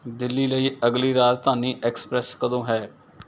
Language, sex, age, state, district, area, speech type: Punjabi, male, 45-60, Punjab, Mohali, urban, read